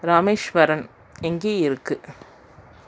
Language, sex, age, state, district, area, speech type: Tamil, female, 30-45, Tamil Nadu, Krishnagiri, rural, read